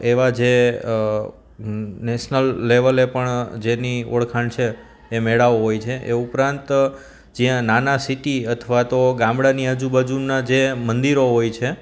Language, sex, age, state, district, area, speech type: Gujarati, male, 30-45, Gujarat, Junagadh, urban, spontaneous